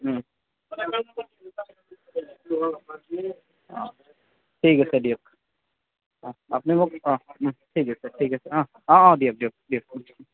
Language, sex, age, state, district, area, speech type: Assamese, male, 18-30, Assam, Goalpara, rural, conversation